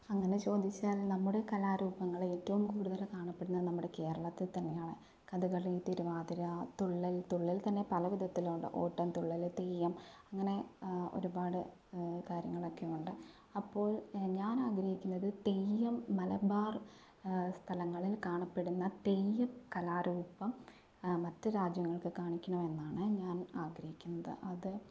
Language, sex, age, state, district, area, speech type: Malayalam, female, 18-30, Kerala, Wayanad, rural, spontaneous